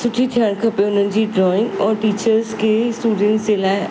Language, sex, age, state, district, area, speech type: Sindhi, female, 45-60, Maharashtra, Mumbai Suburban, urban, spontaneous